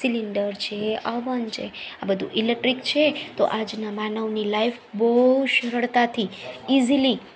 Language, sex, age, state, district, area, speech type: Gujarati, female, 30-45, Gujarat, Junagadh, urban, spontaneous